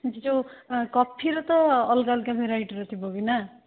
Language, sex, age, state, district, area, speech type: Odia, female, 30-45, Odisha, Bhadrak, rural, conversation